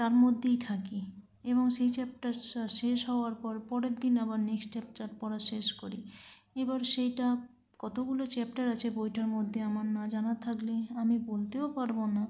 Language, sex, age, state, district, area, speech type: Bengali, female, 30-45, West Bengal, North 24 Parganas, urban, spontaneous